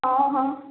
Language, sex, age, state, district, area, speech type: Odia, female, 18-30, Odisha, Nabarangpur, urban, conversation